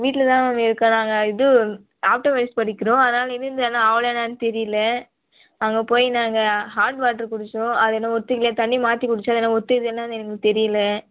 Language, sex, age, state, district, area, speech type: Tamil, female, 18-30, Tamil Nadu, Vellore, urban, conversation